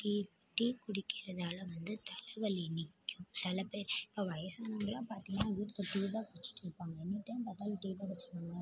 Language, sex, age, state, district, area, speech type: Tamil, female, 18-30, Tamil Nadu, Mayiladuthurai, urban, spontaneous